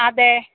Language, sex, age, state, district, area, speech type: Malayalam, female, 60+, Kerala, Pathanamthitta, rural, conversation